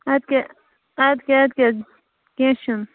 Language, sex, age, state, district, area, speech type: Kashmiri, female, 45-60, Jammu and Kashmir, Baramulla, rural, conversation